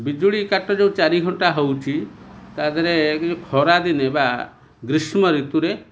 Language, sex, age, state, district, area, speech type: Odia, male, 45-60, Odisha, Kendrapara, urban, spontaneous